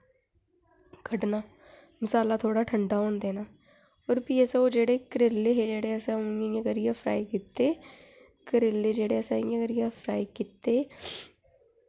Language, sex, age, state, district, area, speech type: Dogri, female, 18-30, Jammu and Kashmir, Udhampur, rural, spontaneous